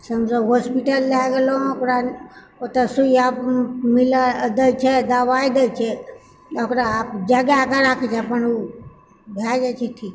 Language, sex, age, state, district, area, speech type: Maithili, female, 60+, Bihar, Purnia, rural, spontaneous